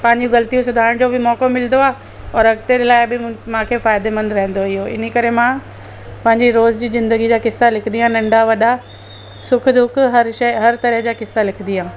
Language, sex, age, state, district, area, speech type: Sindhi, female, 45-60, Delhi, South Delhi, urban, spontaneous